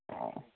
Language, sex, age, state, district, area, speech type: Assamese, male, 18-30, Assam, Kamrup Metropolitan, urban, conversation